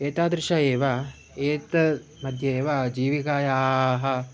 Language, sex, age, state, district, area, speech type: Sanskrit, male, 18-30, Karnataka, Shimoga, rural, spontaneous